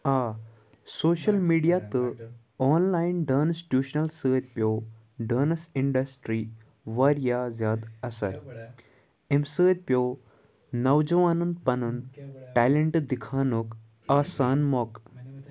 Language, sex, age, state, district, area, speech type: Kashmiri, male, 18-30, Jammu and Kashmir, Kupwara, rural, spontaneous